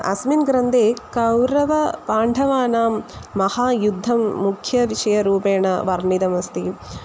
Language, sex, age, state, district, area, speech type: Sanskrit, female, 18-30, Kerala, Kollam, urban, spontaneous